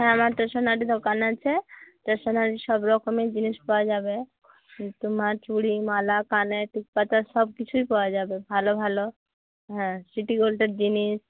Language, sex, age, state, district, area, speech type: Bengali, female, 45-60, West Bengal, Uttar Dinajpur, urban, conversation